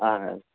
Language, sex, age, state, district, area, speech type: Kashmiri, male, 18-30, Jammu and Kashmir, Kupwara, rural, conversation